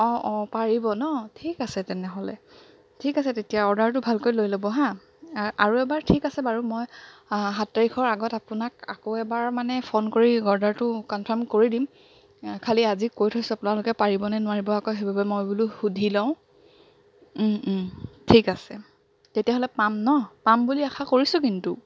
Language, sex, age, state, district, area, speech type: Assamese, female, 30-45, Assam, Golaghat, urban, spontaneous